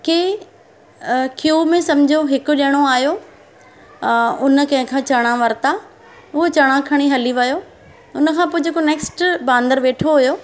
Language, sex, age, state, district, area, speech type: Sindhi, female, 45-60, Maharashtra, Mumbai Suburban, urban, spontaneous